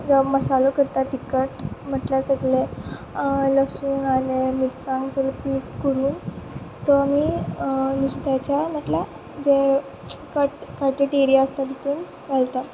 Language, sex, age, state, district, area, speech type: Goan Konkani, female, 18-30, Goa, Quepem, rural, spontaneous